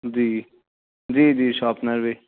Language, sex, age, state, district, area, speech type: Urdu, male, 18-30, Uttar Pradesh, Saharanpur, urban, conversation